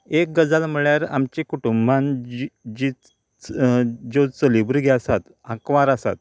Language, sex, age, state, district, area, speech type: Goan Konkani, male, 45-60, Goa, Canacona, rural, spontaneous